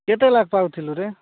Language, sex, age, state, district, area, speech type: Odia, male, 45-60, Odisha, Nabarangpur, rural, conversation